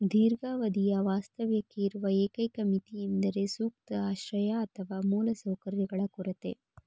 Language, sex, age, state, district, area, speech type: Kannada, female, 30-45, Karnataka, Shimoga, rural, read